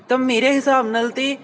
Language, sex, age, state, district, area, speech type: Punjabi, male, 18-30, Punjab, Pathankot, rural, spontaneous